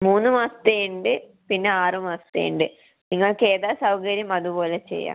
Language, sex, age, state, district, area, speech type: Malayalam, female, 18-30, Kerala, Kannur, rural, conversation